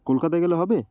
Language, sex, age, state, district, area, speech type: Bengali, male, 18-30, West Bengal, Darjeeling, urban, spontaneous